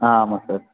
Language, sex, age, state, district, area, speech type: Tamil, male, 18-30, Tamil Nadu, Thanjavur, rural, conversation